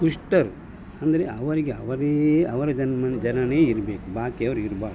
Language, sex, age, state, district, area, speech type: Kannada, male, 60+, Karnataka, Dakshina Kannada, rural, spontaneous